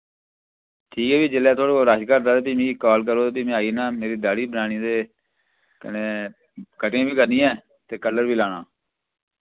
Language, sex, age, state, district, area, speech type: Dogri, male, 45-60, Jammu and Kashmir, Reasi, rural, conversation